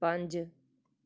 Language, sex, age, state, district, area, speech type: Punjabi, female, 45-60, Punjab, Gurdaspur, urban, read